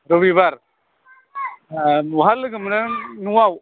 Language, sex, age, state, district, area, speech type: Bodo, male, 45-60, Assam, Kokrajhar, urban, conversation